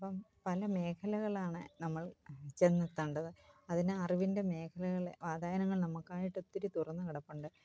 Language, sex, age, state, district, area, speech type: Malayalam, female, 45-60, Kerala, Kottayam, rural, spontaneous